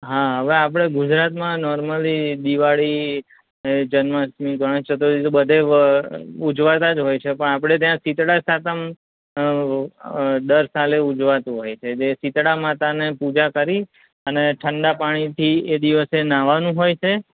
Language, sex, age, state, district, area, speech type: Gujarati, male, 30-45, Gujarat, Anand, rural, conversation